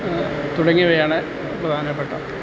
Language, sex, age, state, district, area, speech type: Malayalam, male, 60+, Kerala, Kottayam, urban, spontaneous